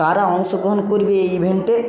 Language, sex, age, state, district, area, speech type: Bengali, male, 30-45, West Bengal, Jhargram, rural, spontaneous